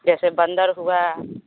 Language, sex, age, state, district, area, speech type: Hindi, female, 30-45, Bihar, Vaishali, rural, conversation